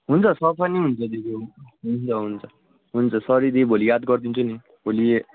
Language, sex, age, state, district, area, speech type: Nepali, male, 45-60, West Bengal, Darjeeling, rural, conversation